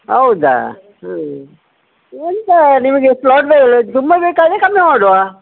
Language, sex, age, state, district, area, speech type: Kannada, male, 45-60, Karnataka, Dakshina Kannada, rural, conversation